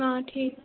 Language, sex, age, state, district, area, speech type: Kashmiri, female, 45-60, Jammu and Kashmir, Baramulla, urban, conversation